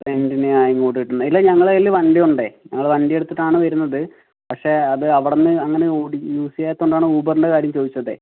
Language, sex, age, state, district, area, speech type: Malayalam, male, 18-30, Kerala, Kozhikode, urban, conversation